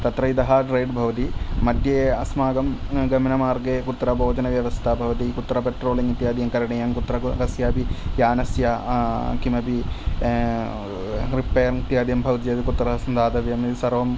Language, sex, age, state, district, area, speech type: Sanskrit, male, 30-45, Kerala, Thrissur, urban, spontaneous